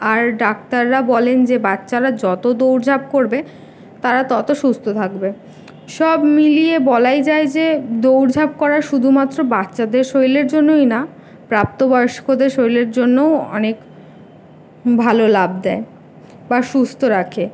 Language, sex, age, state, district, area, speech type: Bengali, female, 18-30, West Bengal, Kolkata, urban, spontaneous